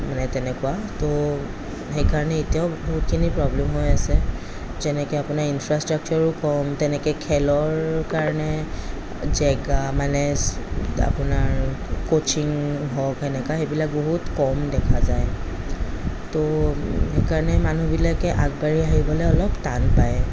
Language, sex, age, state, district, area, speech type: Assamese, female, 30-45, Assam, Kamrup Metropolitan, urban, spontaneous